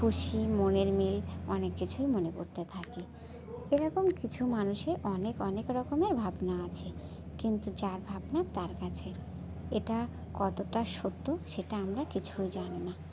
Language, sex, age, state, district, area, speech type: Bengali, female, 18-30, West Bengal, Birbhum, urban, spontaneous